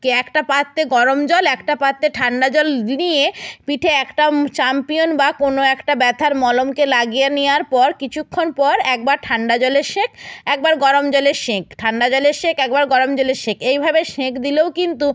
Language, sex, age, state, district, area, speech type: Bengali, female, 45-60, West Bengal, Purba Medinipur, rural, spontaneous